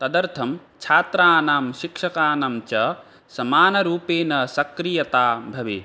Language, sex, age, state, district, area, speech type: Sanskrit, male, 18-30, Assam, Barpeta, rural, spontaneous